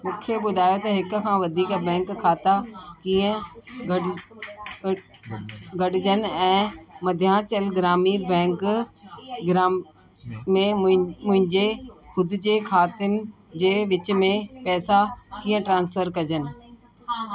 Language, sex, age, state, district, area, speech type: Sindhi, female, 60+, Delhi, South Delhi, urban, read